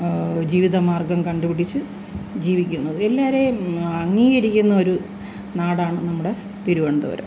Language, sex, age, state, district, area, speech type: Malayalam, female, 60+, Kerala, Thiruvananthapuram, urban, spontaneous